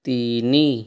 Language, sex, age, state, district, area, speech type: Odia, male, 30-45, Odisha, Boudh, rural, read